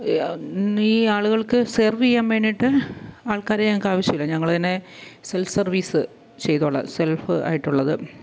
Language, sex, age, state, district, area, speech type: Malayalam, female, 30-45, Kerala, Kottayam, rural, spontaneous